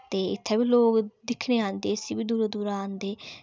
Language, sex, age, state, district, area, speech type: Dogri, female, 18-30, Jammu and Kashmir, Udhampur, rural, spontaneous